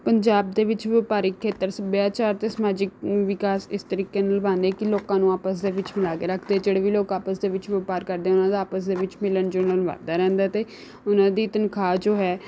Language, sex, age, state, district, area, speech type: Punjabi, female, 18-30, Punjab, Rupnagar, urban, spontaneous